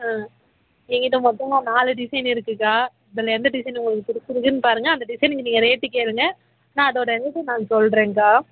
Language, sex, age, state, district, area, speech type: Tamil, female, 18-30, Tamil Nadu, Vellore, urban, conversation